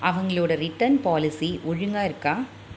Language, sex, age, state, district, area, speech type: Tamil, female, 30-45, Tamil Nadu, Chengalpattu, urban, read